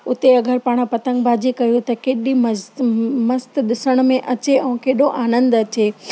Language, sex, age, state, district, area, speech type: Sindhi, female, 30-45, Gujarat, Kutch, rural, spontaneous